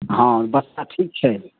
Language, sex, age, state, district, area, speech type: Maithili, male, 60+, Bihar, Madhepura, rural, conversation